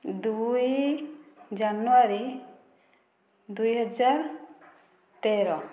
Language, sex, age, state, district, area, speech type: Odia, female, 30-45, Odisha, Dhenkanal, rural, spontaneous